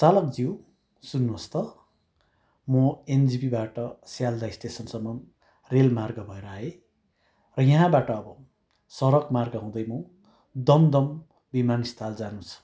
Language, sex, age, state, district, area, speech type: Nepali, male, 60+, West Bengal, Kalimpong, rural, spontaneous